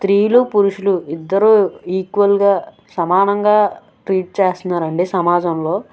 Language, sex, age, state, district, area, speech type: Telugu, female, 18-30, Andhra Pradesh, Anakapalli, urban, spontaneous